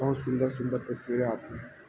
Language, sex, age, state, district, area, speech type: Urdu, male, 18-30, Bihar, Gaya, urban, spontaneous